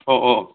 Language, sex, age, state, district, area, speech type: Assamese, male, 30-45, Assam, Sivasagar, rural, conversation